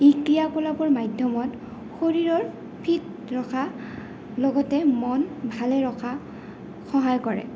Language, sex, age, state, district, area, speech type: Assamese, female, 18-30, Assam, Goalpara, urban, spontaneous